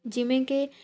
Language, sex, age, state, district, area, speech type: Punjabi, female, 18-30, Punjab, Shaheed Bhagat Singh Nagar, rural, spontaneous